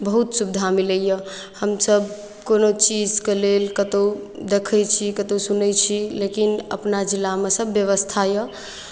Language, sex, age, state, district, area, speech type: Maithili, female, 18-30, Bihar, Darbhanga, rural, spontaneous